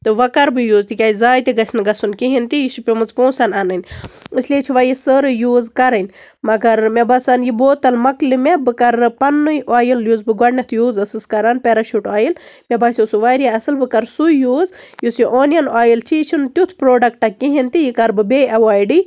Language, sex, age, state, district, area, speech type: Kashmiri, female, 30-45, Jammu and Kashmir, Baramulla, rural, spontaneous